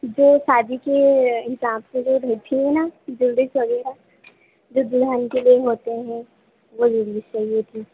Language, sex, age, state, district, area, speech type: Hindi, female, 30-45, Madhya Pradesh, Harda, urban, conversation